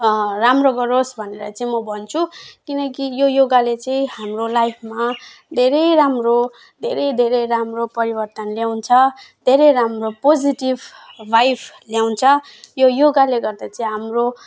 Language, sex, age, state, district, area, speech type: Nepali, female, 18-30, West Bengal, Alipurduar, urban, spontaneous